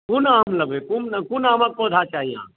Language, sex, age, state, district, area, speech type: Maithili, male, 30-45, Bihar, Darbhanga, rural, conversation